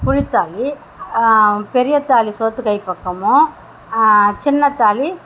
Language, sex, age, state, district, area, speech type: Tamil, female, 60+, Tamil Nadu, Mayiladuthurai, rural, spontaneous